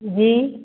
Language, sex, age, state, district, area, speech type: Hindi, female, 45-60, Bihar, Begusarai, rural, conversation